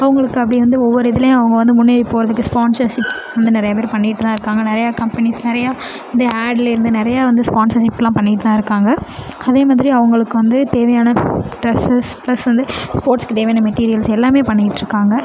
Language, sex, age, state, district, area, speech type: Tamil, female, 18-30, Tamil Nadu, Sivaganga, rural, spontaneous